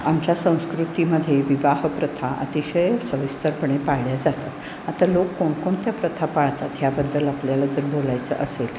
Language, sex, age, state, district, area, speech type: Marathi, female, 60+, Maharashtra, Pune, urban, spontaneous